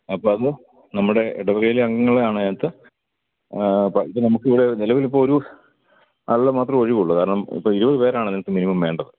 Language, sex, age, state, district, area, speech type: Malayalam, male, 45-60, Kerala, Kottayam, urban, conversation